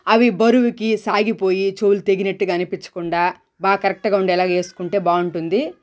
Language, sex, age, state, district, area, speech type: Telugu, female, 30-45, Andhra Pradesh, Sri Balaji, urban, spontaneous